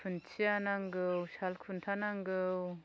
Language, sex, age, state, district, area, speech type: Bodo, female, 30-45, Assam, Chirang, rural, spontaneous